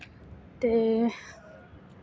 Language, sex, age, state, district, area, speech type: Dogri, female, 18-30, Jammu and Kashmir, Samba, rural, spontaneous